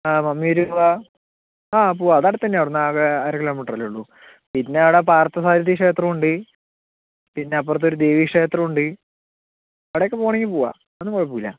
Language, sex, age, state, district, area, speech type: Malayalam, male, 30-45, Kerala, Palakkad, rural, conversation